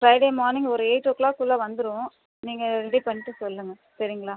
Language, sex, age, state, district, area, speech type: Tamil, female, 30-45, Tamil Nadu, Tiruchirappalli, rural, conversation